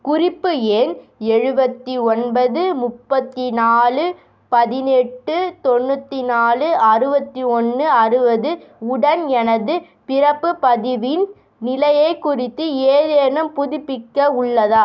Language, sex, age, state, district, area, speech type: Tamil, female, 18-30, Tamil Nadu, Vellore, urban, read